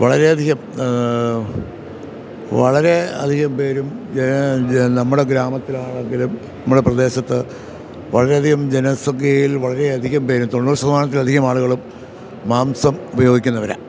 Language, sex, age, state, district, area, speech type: Malayalam, male, 60+, Kerala, Kottayam, rural, spontaneous